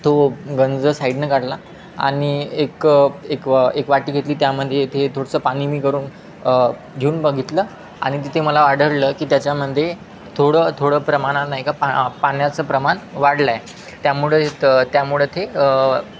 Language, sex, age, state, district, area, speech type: Marathi, male, 18-30, Maharashtra, Wardha, urban, spontaneous